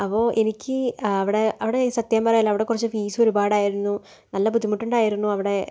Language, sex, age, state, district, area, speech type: Malayalam, female, 18-30, Kerala, Palakkad, urban, spontaneous